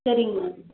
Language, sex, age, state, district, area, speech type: Tamil, female, 18-30, Tamil Nadu, Madurai, rural, conversation